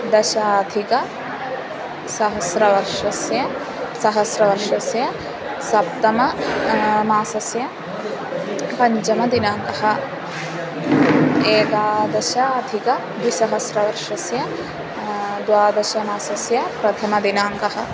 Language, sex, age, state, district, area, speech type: Sanskrit, female, 18-30, Kerala, Thrissur, rural, spontaneous